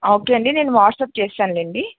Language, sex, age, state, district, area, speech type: Telugu, female, 18-30, Andhra Pradesh, Krishna, urban, conversation